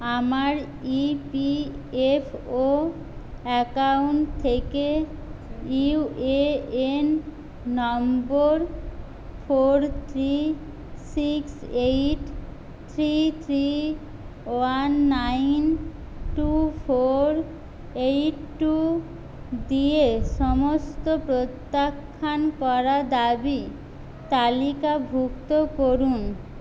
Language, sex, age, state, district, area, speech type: Bengali, female, 30-45, West Bengal, Jhargram, rural, read